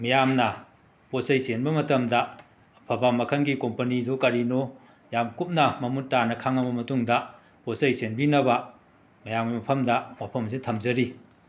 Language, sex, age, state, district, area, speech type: Manipuri, male, 60+, Manipur, Imphal West, urban, spontaneous